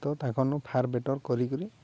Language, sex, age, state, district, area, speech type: Odia, male, 30-45, Odisha, Balangir, urban, spontaneous